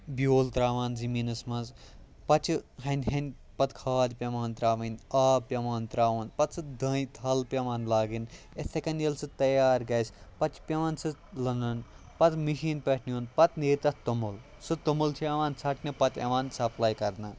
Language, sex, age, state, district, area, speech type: Kashmiri, male, 18-30, Jammu and Kashmir, Kupwara, rural, spontaneous